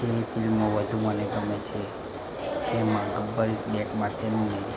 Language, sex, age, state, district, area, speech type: Gujarati, male, 30-45, Gujarat, Anand, rural, spontaneous